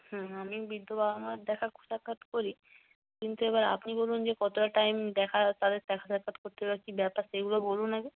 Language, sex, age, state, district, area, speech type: Bengali, female, 18-30, West Bengal, Purba Medinipur, rural, conversation